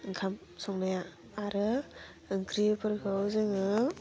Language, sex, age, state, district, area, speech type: Bodo, female, 18-30, Assam, Udalguri, urban, spontaneous